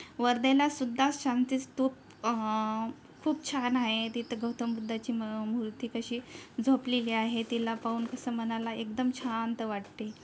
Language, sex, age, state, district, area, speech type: Marathi, female, 30-45, Maharashtra, Yavatmal, rural, spontaneous